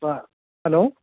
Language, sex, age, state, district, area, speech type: Malayalam, male, 30-45, Kerala, Thiruvananthapuram, urban, conversation